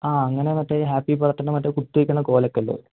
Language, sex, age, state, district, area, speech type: Malayalam, male, 18-30, Kerala, Palakkad, rural, conversation